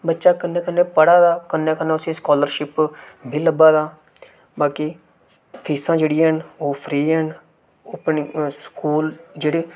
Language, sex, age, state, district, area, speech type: Dogri, male, 18-30, Jammu and Kashmir, Reasi, urban, spontaneous